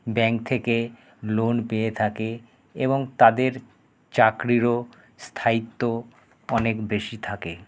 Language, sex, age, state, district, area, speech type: Bengali, male, 30-45, West Bengal, Paschim Bardhaman, urban, spontaneous